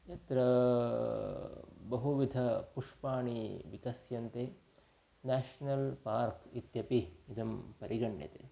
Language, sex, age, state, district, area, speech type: Sanskrit, male, 30-45, Karnataka, Udupi, rural, spontaneous